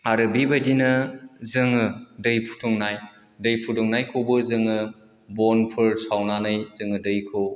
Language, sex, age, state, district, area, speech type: Bodo, male, 45-60, Assam, Chirang, urban, spontaneous